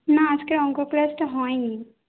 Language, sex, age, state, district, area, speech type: Bengali, female, 18-30, West Bengal, Howrah, urban, conversation